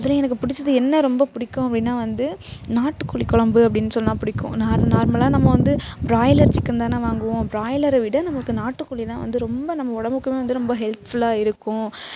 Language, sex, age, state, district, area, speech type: Tamil, female, 18-30, Tamil Nadu, Thanjavur, urban, spontaneous